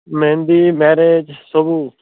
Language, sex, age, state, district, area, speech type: Odia, male, 18-30, Odisha, Malkangiri, urban, conversation